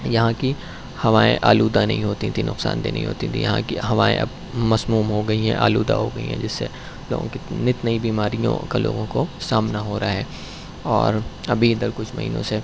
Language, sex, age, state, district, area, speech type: Urdu, male, 18-30, Uttar Pradesh, Shahjahanpur, urban, spontaneous